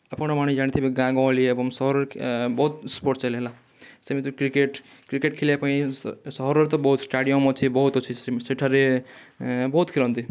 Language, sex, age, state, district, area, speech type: Odia, male, 18-30, Odisha, Kalahandi, rural, spontaneous